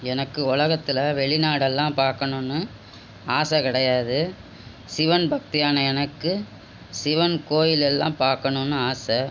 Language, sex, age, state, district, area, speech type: Tamil, female, 60+, Tamil Nadu, Cuddalore, urban, spontaneous